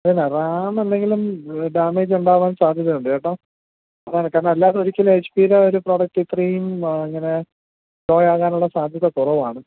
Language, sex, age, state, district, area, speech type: Malayalam, male, 30-45, Kerala, Thiruvananthapuram, urban, conversation